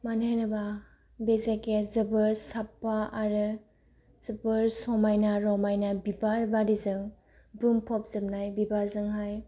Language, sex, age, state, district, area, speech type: Bodo, female, 18-30, Assam, Kokrajhar, rural, spontaneous